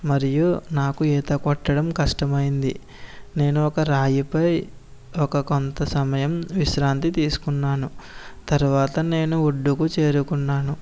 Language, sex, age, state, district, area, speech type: Telugu, male, 18-30, Andhra Pradesh, Konaseema, rural, spontaneous